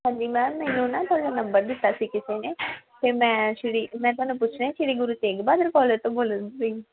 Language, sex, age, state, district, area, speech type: Punjabi, female, 18-30, Punjab, Amritsar, rural, conversation